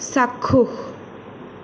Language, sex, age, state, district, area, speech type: Assamese, female, 18-30, Assam, Sonitpur, urban, read